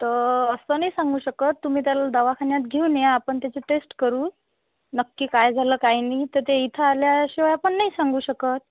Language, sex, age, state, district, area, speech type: Marathi, female, 45-60, Maharashtra, Amravati, rural, conversation